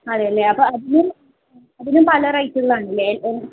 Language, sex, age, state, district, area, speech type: Malayalam, female, 18-30, Kerala, Palakkad, rural, conversation